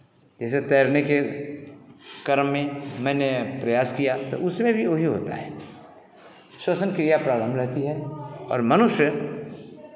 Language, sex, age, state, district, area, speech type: Hindi, male, 45-60, Bihar, Vaishali, urban, spontaneous